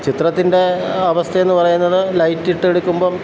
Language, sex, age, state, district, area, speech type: Malayalam, male, 45-60, Kerala, Kottayam, urban, spontaneous